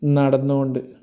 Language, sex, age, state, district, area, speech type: Malayalam, male, 45-60, Kerala, Kasaragod, rural, spontaneous